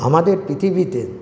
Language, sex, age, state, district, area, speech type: Bengali, male, 60+, West Bengal, Paschim Bardhaman, rural, spontaneous